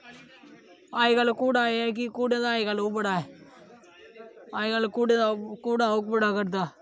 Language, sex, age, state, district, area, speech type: Dogri, male, 18-30, Jammu and Kashmir, Kathua, rural, spontaneous